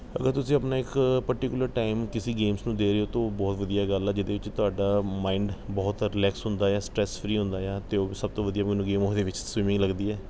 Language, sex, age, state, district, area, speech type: Punjabi, male, 30-45, Punjab, Kapurthala, urban, spontaneous